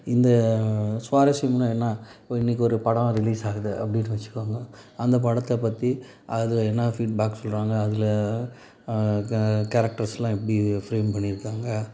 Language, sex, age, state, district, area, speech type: Tamil, male, 45-60, Tamil Nadu, Salem, urban, spontaneous